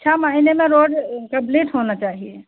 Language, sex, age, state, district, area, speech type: Hindi, female, 60+, Uttar Pradesh, Pratapgarh, rural, conversation